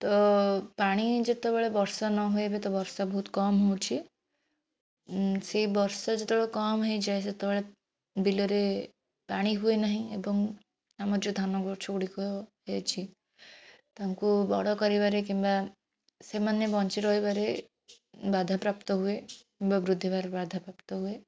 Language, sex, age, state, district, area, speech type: Odia, female, 18-30, Odisha, Bhadrak, rural, spontaneous